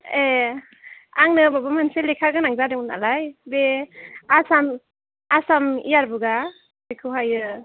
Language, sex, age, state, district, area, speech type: Bodo, female, 30-45, Assam, Chirang, urban, conversation